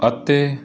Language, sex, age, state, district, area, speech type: Punjabi, male, 18-30, Punjab, Fazilka, rural, spontaneous